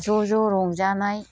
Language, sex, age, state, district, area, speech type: Bodo, female, 60+, Assam, Chirang, rural, spontaneous